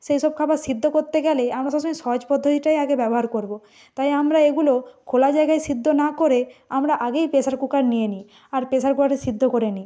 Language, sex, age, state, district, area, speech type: Bengali, female, 45-60, West Bengal, Purba Medinipur, rural, spontaneous